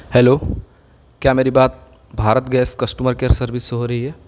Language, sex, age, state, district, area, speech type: Urdu, male, 18-30, Uttar Pradesh, Siddharthnagar, rural, spontaneous